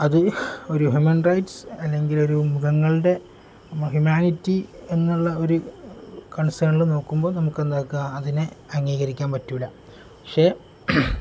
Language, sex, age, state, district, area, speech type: Malayalam, male, 18-30, Kerala, Kozhikode, rural, spontaneous